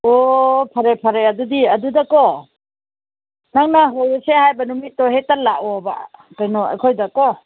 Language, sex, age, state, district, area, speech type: Manipuri, female, 60+, Manipur, Senapati, rural, conversation